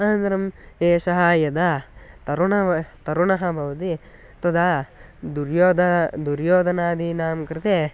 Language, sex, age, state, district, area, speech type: Sanskrit, male, 18-30, Karnataka, Tumkur, urban, spontaneous